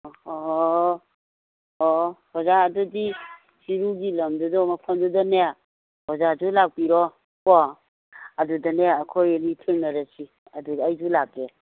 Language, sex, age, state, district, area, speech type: Manipuri, female, 60+, Manipur, Imphal East, rural, conversation